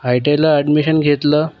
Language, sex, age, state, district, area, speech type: Marathi, male, 30-45, Maharashtra, Nagpur, rural, spontaneous